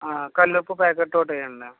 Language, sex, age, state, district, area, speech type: Telugu, male, 18-30, Andhra Pradesh, Kakinada, rural, conversation